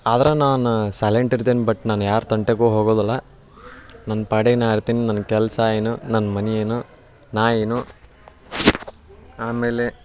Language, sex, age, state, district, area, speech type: Kannada, male, 18-30, Karnataka, Dharwad, rural, spontaneous